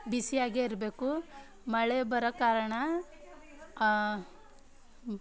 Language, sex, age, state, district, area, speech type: Kannada, female, 30-45, Karnataka, Bidar, rural, spontaneous